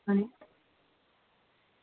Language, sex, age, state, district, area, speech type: Dogri, male, 18-30, Jammu and Kashmir, Reasi, rural, conversation